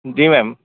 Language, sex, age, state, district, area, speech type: Hindi, male, 45-60, Uttar Pradesh, Lucknow, rural, conversation